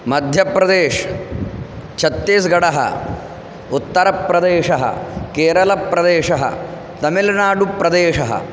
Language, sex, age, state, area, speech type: Sanskrit, male, 18-30, Madhya Pradesh, rural, spontaneous